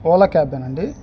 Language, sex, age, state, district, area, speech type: Telugu, male, 30-45, Andhra Pradesh, Bapatla, urban, spontaneous